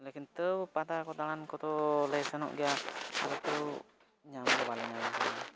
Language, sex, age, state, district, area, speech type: Santali, male, 18-30, Jharkhand, East Singhbhum, rural, spontaneous